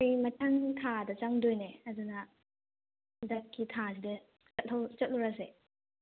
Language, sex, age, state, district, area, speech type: Manipuri, female, 30-45, Manipur, Tengnoupal, rural, conversation